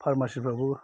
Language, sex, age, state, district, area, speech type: Bodo, male, 45-60, Assam, Kokrajhar, rural, spontaneous